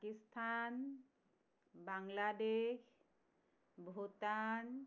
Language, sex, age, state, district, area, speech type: Assamese, female, 45-60, Assam, Tinsukia, urban, spontaneous